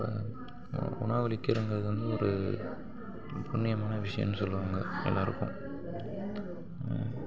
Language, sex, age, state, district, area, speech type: Tamil, male, 45-60, Tamil Nadu, Tiruvarur, urban, spontaneous